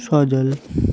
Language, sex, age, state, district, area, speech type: Bengali, male, 18-30, West Bengal, Uttar Dinajpur, urban, spontaneous